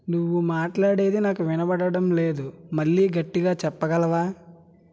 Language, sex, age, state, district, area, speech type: Telugu, male, 30-45, Andhra Pradesh, Konaseema, rural, read